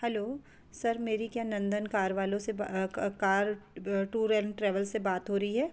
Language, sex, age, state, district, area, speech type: Hindi, female, 30-45, Madhya Pradesh, Betul, urban, spontaneous